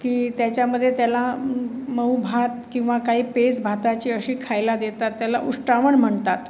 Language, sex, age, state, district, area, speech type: Marathi, female, 60+, Maharashtra, Pune, urban, spontaneous